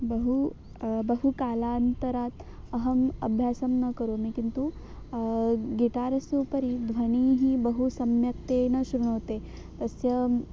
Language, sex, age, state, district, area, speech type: Sanskrit, female, 18-30, Maharashtra, Wardha, urban, spontaneous